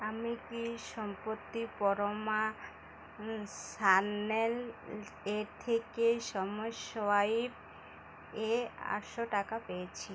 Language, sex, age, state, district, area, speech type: Bengali, female, 30-45, West Bengal, Uttar Dinajpur, urban, read